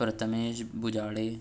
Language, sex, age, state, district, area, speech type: Urdu, male, 60+, Maharashtra, Nashik, urban, spontaneous